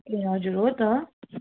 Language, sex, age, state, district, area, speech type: Nepali, female, 45-60, West Bengal, Darjeeling, rural, conversation